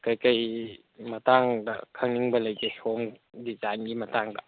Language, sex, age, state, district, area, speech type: Manipuri, male, 18-30, Manipur, Senapati, rural, conversation